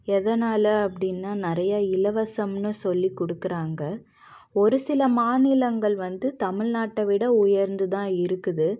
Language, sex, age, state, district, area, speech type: Tamil, female, 30-45, Tamil Nadu, Cuddalore, urban, spontaneous